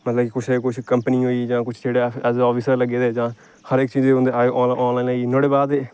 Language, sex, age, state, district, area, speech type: Dogri, male, 18-30, Jammu and Kashmir, Reasi, rural, spontaneous